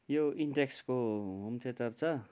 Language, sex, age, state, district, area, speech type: Nepali, male, 45-60, West Bengal, Kalimpong, rural, spontaneous